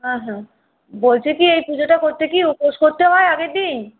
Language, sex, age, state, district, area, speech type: Bengali, female, 45-60, West Bengal, Uttar Dinajpur, urban, conversation